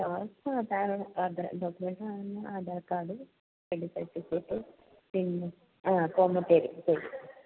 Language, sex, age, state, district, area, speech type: Malayalam, female, 45-60, Kerala, Kasaragod, rural, conversation